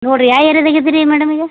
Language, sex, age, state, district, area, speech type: Kannada, female, 45-60, Karnataka, Gulbarga, urban, conversation